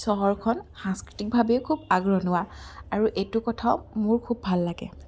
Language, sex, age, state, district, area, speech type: Assamese, female, 18-30, Assam, Biswanath, rural, spontaneous